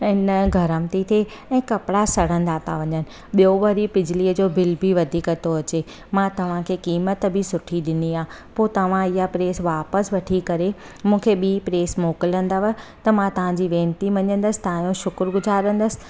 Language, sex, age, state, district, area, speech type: Sindhi, female, 30-45, Gujarat, Surat, urban, spontaneous